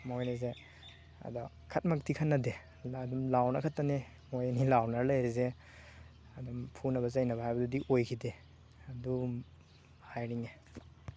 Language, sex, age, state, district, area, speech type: Manipuri, male, 18-30, Manipur, Thoubal, rural, spontaneous